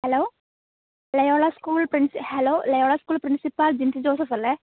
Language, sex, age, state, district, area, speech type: Malayalam, female, 18-30, Kerala, Thiruvananthapuram, rural, conversation